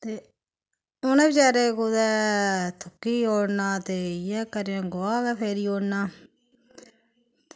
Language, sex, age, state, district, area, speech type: Dogri, female, 30-45, Jammu and Kashmir, Samba, rural, spontaneous